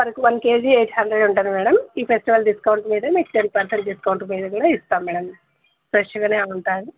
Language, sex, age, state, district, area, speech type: Telugu, female, 45-60, Andhra Pradesh, Anantapur, urban, conversation